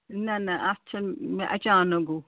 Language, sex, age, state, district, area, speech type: Kashmiri, female, 30-45, Jammu and Kashmir, Ganderbal, rural, conversation